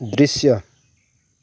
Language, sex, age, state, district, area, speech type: Nepali, male, 30-45, West Bengal, Kalimpong, rural, read